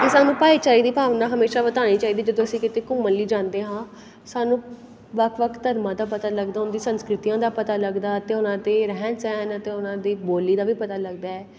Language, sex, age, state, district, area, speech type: Punjabi, female, 18-30, Punjab, Pathankot, rural, spontaneous